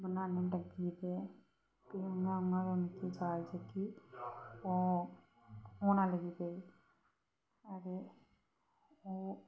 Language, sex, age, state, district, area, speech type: Dogri, female, 30-45, Jammu and Kashmir, Reasi, rural, spontaneous